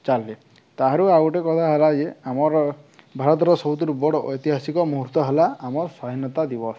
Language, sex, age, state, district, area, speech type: Odia, male, 18-30, Odisha, Subarnapur, rural, spontaneous